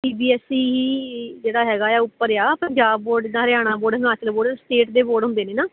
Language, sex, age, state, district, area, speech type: Punjabi, female, 30-45, Punjab, Kapurthala, rural, conversation